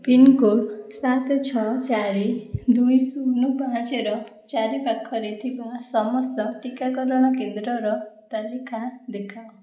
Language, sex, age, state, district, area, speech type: Odia, female, 18-30, Odisha, Puri, urban, read